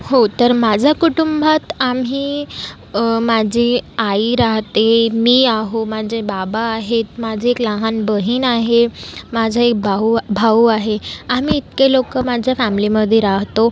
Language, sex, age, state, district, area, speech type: Marathi, female, 30-45, Maharashtra, Nagpur, urban, spontaneous